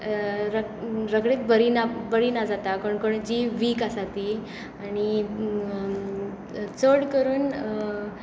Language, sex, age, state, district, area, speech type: Goan Konkani, female, 18-30, Goa, Tiswadi, rural, spontaneous